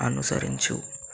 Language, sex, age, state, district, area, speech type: Telugu, male, 30-45, Andhra Pradesh, Chittoor, urban, read